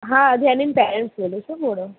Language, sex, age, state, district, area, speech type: Gujarati, female, 30-45, Gujarat, Kheda, rural, conversation